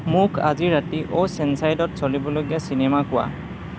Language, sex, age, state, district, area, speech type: Assamese, male, 30-45, Assam, Morigaon, rural, read